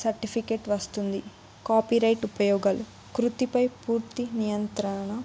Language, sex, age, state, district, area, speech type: Telugu, female, 18-30, Telangana, Jayashankar, urban, spontaneous